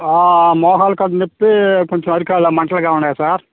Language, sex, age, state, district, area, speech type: Telugu, male, 45-60, Andhra Pradesh, Sri Balaji, rural, conversation